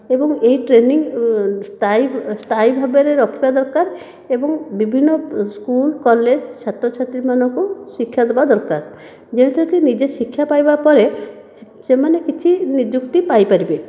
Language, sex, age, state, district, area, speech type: Odia, female, 30-45, Odisha, Khordha, rural, spontaneous